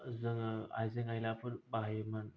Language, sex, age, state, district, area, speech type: Bodo, male, 18-30, Assam, Kokrajhar, rural, spontaneous